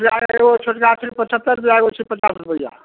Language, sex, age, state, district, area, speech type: Maithili, male, 60+, Bihar, Samastipur, rural, conversation